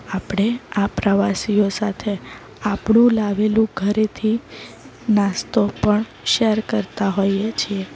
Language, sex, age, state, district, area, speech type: Gujarati, female, 30-45, Gujarat, Valsad, urban, spontaneous